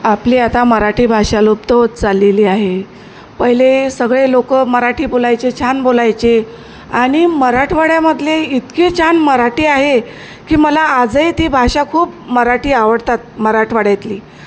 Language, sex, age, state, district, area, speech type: Marathi, female, 45-60, Maharashtra, Wardha, rural, spontaneous